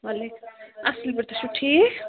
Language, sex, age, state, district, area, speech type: Kashmiri, female, 18-30, Jammu and Kashmir, Budgam, rural, conversation